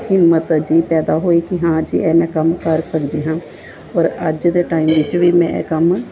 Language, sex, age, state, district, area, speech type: Punjabi, female, 45-60, Punjab, Gurdaspur, urban, spontaneous